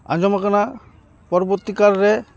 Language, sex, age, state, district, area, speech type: Santali, male, 30-45, West Bengal, Paschim Bardhaman, rural, spontaneous